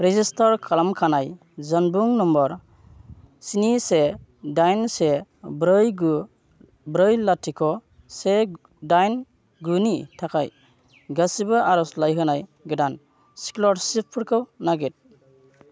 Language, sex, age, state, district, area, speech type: Bodo, male, 30-45, Assam, Kokrajhar, rural, read